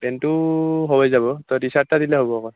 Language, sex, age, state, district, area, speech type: Assamese, male, 18-30, Assam, Sivasagar, rural, conversation